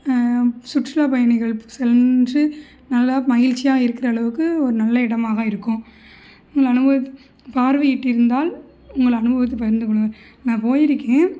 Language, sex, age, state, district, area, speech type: Tamil, female, 18-30, Tamil Nadu, Sivaganga, rural, spontaneous